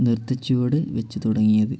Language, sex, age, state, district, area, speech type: Malayalam, male, 18-30, Kerala, Wayanad, rural, spontaneous